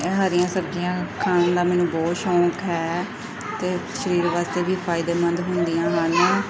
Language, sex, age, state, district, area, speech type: Punjabi, female, 18-30, Punjab, Pathankot, rural, spontaneous